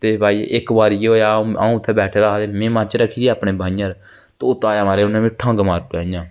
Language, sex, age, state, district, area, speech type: Dogri, male, 18-30, Jammu and Kashmir, Jammu, rural, spontaneous